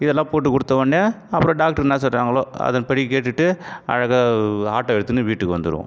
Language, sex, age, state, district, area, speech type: Tamil, male, 45-60, Tamil Nadu, Viluppuram, rural, spontaneous